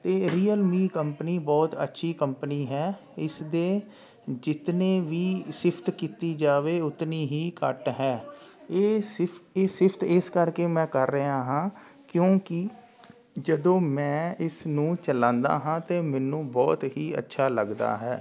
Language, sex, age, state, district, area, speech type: Punjabi, male, 45-60, Punjab, Jalandhar, urban, spontaneous